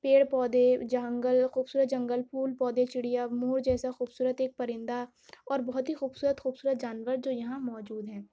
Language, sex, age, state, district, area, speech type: Urdu, female, 18-30, Uttar Pradesh, Aligarh, urban, spontaneous